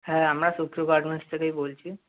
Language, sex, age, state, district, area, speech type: Bengali, male, 18-30, West Bengal, North 24 Parganas, urban, conversation